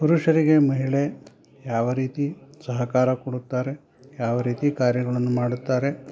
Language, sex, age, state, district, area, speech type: Kannada, male, 60+, Karnataka, Chikkamagaluru, rural, spontaneous